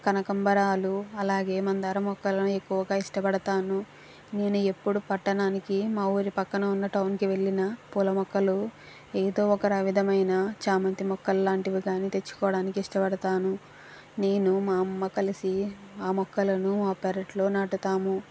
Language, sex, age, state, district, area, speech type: Telugu, female, 45-60, Andhra Pradesh, East Godavari, rural, spontaneous